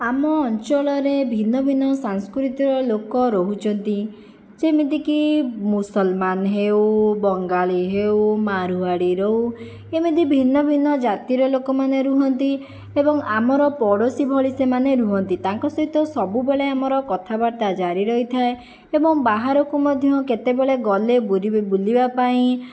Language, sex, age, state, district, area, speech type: Odia, female, 60+, Odisha, Jajpur, rural, spontaneous